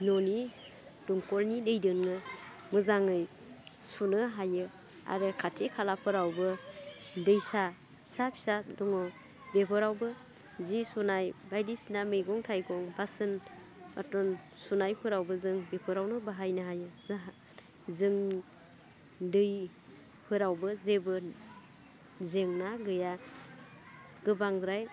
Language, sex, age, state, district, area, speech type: Bodo, female, 30-45, Assam, Udalguri, urban, spontaneous